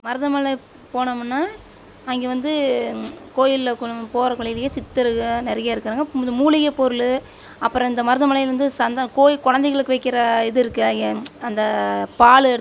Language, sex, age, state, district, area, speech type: Tamil, female, 45-60, Tamil Nadu, Coimbatore, rural, spontaneous